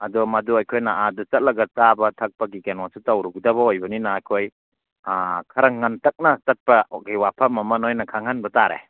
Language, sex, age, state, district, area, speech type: Manipuri, male, 30-45, Manipur, Churachandpur, rural, conversation